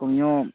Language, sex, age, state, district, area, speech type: Manipuri, male, 18-30, Manipur, Churachandpur, rural, conversation